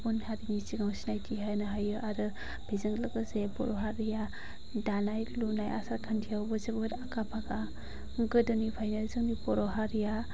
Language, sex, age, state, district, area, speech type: Bodo, female, 45-60, Assam, Chirang, urban, spontaneous